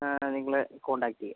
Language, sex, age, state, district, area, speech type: Malayalam, male, 45-60, Kerala, Kozhikode, urban, conversation